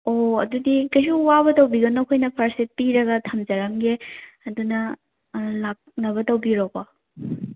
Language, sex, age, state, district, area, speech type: Manipuri, female, 30-45, Manipur, Thoubal, rural, conversation